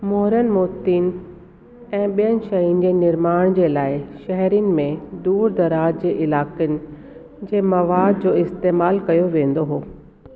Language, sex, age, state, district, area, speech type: Sindhi, female, 45-60, Delhi, South Delhi, urban, read